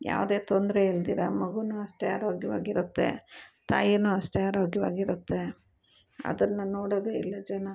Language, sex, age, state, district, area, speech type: Kannada, female, 30-45, Karnataka, Bangalore Urban, urban, spontaneous